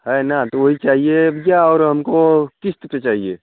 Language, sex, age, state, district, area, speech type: Hindi, male, 45-60, Uttar Pradesh, Bhadohi, urban, conversation